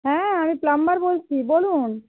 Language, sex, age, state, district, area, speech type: Bengali, female, 60+, West Bengal, Nadia, rural, conversation